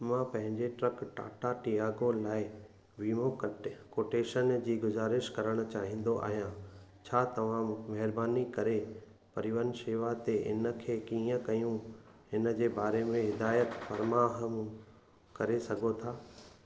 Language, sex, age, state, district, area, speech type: Sindhi, male, 30-45, Gujarat, Kutch, urban, read